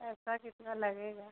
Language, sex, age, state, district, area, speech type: Hindi, female, 30-45, Uttar Pradesh, Jaunpur, rural, conversation